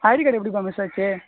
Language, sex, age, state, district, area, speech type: Tamil, male, 18-30, Tamil Nadu, Cuddalore, rural, conversation